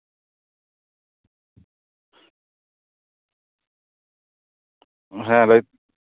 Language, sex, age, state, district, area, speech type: Santali, male, 30-45, West Bengal, Paschim Bardhaman, rural, conversation